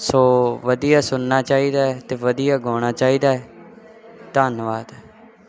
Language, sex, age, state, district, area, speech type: Punjabi, male, 18-30, Punjab, Firozpur, rural, spontaneous